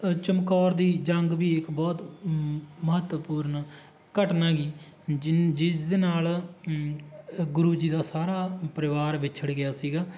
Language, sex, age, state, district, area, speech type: Punjabi, male, 30-45, Punjab, Barnala, rural, spontaneous